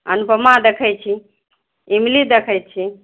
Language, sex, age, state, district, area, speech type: Maithili, female, 45-60, Bihar, Purnia, rural, conversation